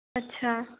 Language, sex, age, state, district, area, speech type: Hindi, female, 18-30, Madhya Pradesh, Jabalpur, urban, conversation